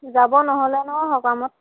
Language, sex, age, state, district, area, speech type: Assamese, female, 18-30, Assam, Lakhimpur, rural, conversation